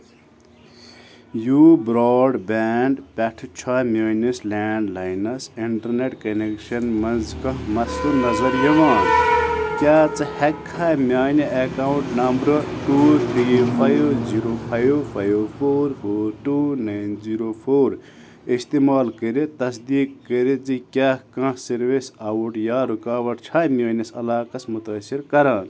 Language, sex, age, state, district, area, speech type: Kashmiri, male, 18-30, Jammu and Kashmir, Bandipora, rural, read